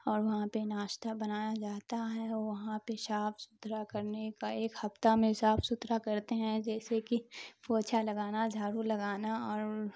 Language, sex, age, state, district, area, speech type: Urdu, female, 18-30, Bihar, Khagaria, rural, spontaneous